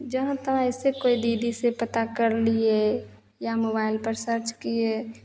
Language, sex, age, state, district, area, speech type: Hindi, female, 30-45, Bihar, Begusarai, urban, spontaneous